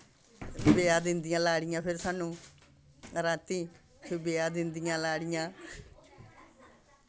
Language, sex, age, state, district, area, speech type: Dogri, female, 60+, Jammu and Kashmir, Samba, urban, spontaneous